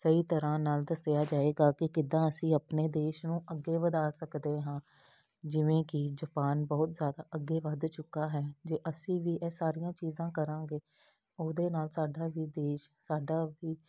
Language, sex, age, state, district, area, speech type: Punjabi, female, 30-45, Punjab, Jalandhar, urban, spontaneous